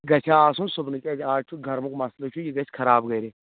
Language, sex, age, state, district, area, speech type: Kashmiri, male, 18-30, Jammu and Kashmir, Anantnag, rural, conversation